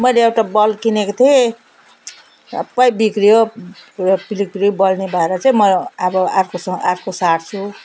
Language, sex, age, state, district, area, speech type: Nepali, female, 60+, West Bengal, Jalpaiguri, rural, spontaneous